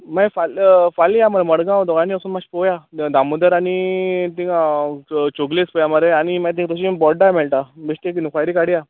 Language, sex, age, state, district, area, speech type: Goan Konkani, male, 30-45, Goa, Quepem, rural, conversation